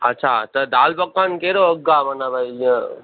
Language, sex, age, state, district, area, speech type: Sindhi, male, 30-45, Maharashtra, Thane, urban, conversation